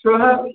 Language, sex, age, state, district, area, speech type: Sanskrit, male, 45-60, Uttar Pradesh, Prayagraj, urban, conversation